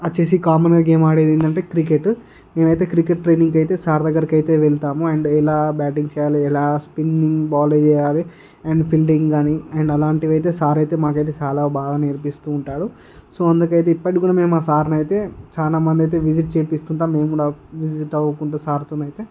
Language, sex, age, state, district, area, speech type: Telugu, male, 60+, Andhra Pradesh, Visakhapatnam, urban, spontaneous